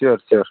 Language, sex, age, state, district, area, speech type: Odia, male, 30-45, Odisha, Subarnapur, urban, conversation